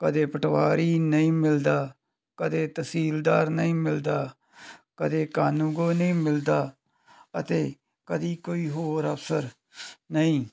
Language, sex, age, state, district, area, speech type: Punjabi, male, 45-60, Punjab, Tarn Taran, rural, spontaneous